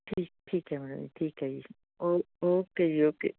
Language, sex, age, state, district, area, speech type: Punjabi, female, 45-60, Punjab, Fatehgarh Sahib, urban, conversation